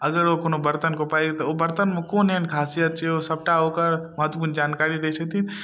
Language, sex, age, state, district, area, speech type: Maithili, male, 18-30, Bihar, Darbhanga, rural, spontaneous